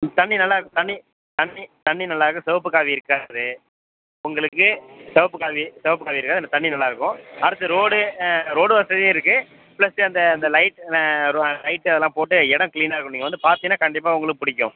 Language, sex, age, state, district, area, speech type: Tamil, male, 45-60, Tamil Nadu, Thanjavur, rural, conversation